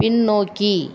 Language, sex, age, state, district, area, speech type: Tamil, female, 18-30, Tamil Nadu, Thanjavur, rural, read